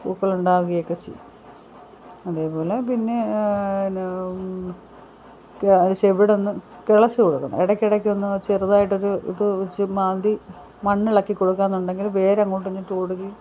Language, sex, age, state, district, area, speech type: Malayalam, female, 45-60, Kerala, Kollam, rural, spontaneous